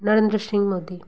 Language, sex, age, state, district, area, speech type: Bengali, female, 18-30, West Bengal, Nadia, rural, spontaneous